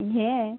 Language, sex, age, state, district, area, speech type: Bengali, female, 30-45, West Bengal, North 24 Parganas, urban, conversation